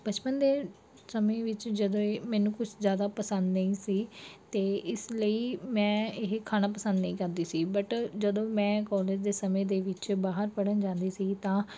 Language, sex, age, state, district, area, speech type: Punjabi, female, 18-30, Punjab, Mansa, urban, spontaneous